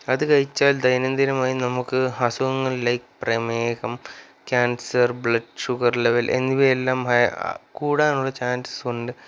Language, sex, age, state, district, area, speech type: Malayalam, male, 18-30, Kerala, Wayanad, rural, spontaneous